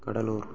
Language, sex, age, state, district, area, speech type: Tamil, male, 45-60, Tamil Nadu, Tiruvarur, urban, spontaneous